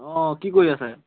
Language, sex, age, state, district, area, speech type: Assamese, male, 30-45, Assam, Golaghat, urban, conversation